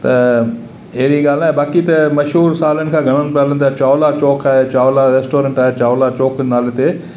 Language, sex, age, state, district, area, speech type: Sindhi, male, 60+, Gujarat, Kutch, rural, spontaneous